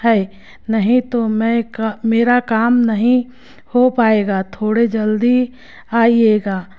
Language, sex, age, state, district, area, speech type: Hindi, female, 30-45, Madhya Pradesh, Betul, rural, spontaneous